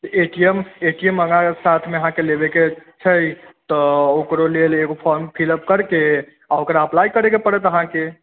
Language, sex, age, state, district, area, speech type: Maithili, male, 18-30, Bihar, Sitamarhi, rural, conversation